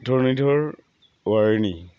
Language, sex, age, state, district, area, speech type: Bodo, male, 45-60, Assam, Udalguri, urban, spontaneous